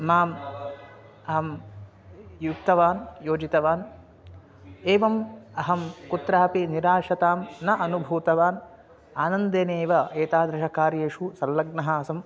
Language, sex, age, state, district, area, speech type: Sanskrit, male, 18-30, Karnataka, Chikkamagaluru, urban, spontaneous